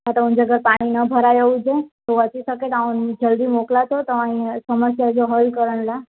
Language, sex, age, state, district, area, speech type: Sindhi, female, 18-30, Gujarat, Surat, urban, conversation